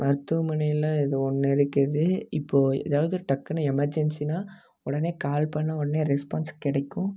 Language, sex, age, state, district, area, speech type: Tamil, male, 18-30, Tamil Nadu, Namakkal, rural, spontaneous